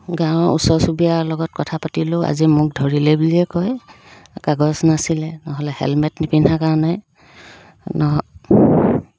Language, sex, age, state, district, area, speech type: Assamese, female, 30-45, Assam, Dibrugarh, rural, spontaneous